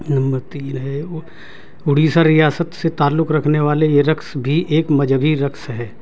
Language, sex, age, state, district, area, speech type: Urdu, male, 60+, Delhi, South Delhi, urban, spontaneous